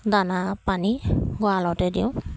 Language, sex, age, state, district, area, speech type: Assamese, female, 45-60, Assam, Charaideo, rural, spontaneous